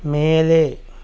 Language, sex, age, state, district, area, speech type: Tamil, male, 45-60, Tamil Nadu, Coimbatore, rural, read